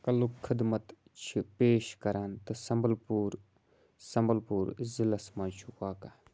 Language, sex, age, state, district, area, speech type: Kashmiri, male, 18-30, Jammu and Kashmir, Budgam, rural, read